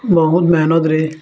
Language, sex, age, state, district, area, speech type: Odia, male, 18-30, Odisha, Bargarh, urban, spontaneous